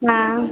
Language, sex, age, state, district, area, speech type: Hindi, female, 45-60, Bihar, Vaishali, urban, conversation